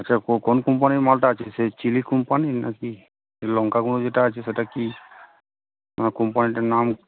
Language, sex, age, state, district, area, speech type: Bengali, male, 45-60, West Bengal, Uttar Dinajpur, urban, conversation